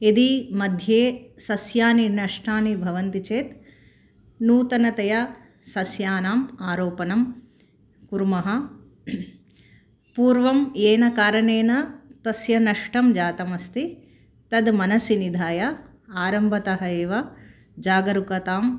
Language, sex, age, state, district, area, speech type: Sanskrit, female, 45-60, Telangana, Bhadradri Kothagudem, urban, spontaneous